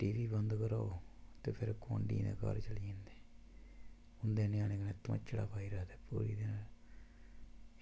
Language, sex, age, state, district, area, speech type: Dogri, male, 30-45, Jammu and Kashmir, Samba, rural, spontaneous